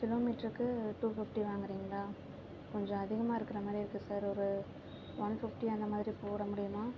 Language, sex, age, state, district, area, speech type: Tamil, female, 30-45, Tamil Nadu, Tiruvarur, rural, spontaneous